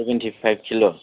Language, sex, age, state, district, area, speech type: Bodo, male, 30-45, Assam, Kokrajhar, rural, conversation